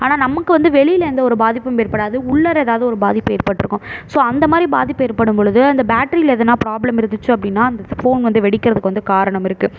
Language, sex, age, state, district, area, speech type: Tamil, female, 18-30, Tamil Nadu, Mayiladuthurai, urban, spontaneous